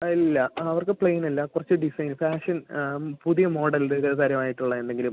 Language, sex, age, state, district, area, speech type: Malayalam, male, 30-45, Kerala, Idukki, rural, conversation